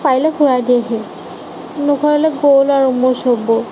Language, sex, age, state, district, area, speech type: Assamese, female, 30-45, Assam, Nagaon, rural, spontaneous